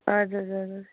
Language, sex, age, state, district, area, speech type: Kashmiri, female, 45-60, Jammu and Kashmir, Baramulla, rural, conversation